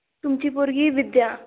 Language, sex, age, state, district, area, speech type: Marathi, female, 18-30, Maharashtra, Ratnagiri, rural, conversation